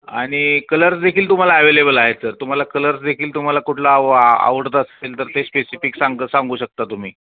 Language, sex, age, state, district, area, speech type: Marathi, male, 45-60, Maharashtra, Osmanabad, rural, conversation